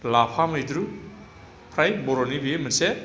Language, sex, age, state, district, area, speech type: Bodo, male, 45-60, Assam, Chirang, urban, spontaneous